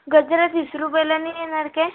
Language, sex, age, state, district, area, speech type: Marathi, female, 18-30, Maharashtra, Amravati, rural, conversation